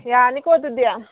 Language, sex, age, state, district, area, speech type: Manipuri, female, 18-30, Manipur, Kangpokpi, urban, conversation